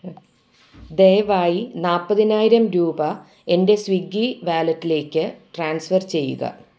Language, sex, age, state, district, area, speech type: Malayalam, female, 45-60, Kerala, Ernakulam, rural, read